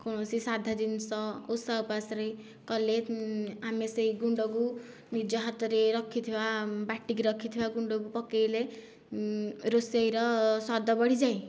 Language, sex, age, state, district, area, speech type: Odia, female, 18-30, Odisha, Nayagarh, rural, spontaneous